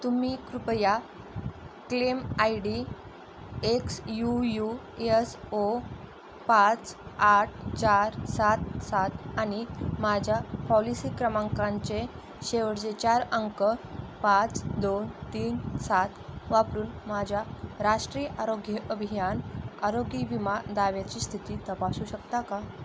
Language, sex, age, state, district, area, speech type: Marathi, female, 18-30, Maharashtra, Osmanabad, rural, read